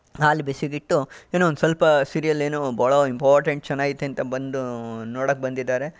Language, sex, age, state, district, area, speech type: Kannada, male, 45-60, Karnataka, Chitradurga, rural, spontaneous